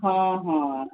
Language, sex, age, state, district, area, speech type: Odia, female, 45-60, Odisha, Sundergarh, rural, conversation